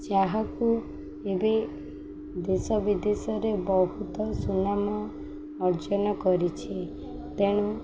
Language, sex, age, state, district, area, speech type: Odia, female, 18-30, Odisha, Sundergarh, urban, spontaneous